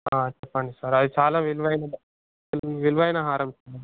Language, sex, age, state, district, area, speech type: Telugu, male, 18-30, Telangana, Sangareddy, urban, conversation